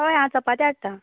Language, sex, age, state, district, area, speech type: Goan Konkani, female, 18-30, Goa, Canacona, rural, conversation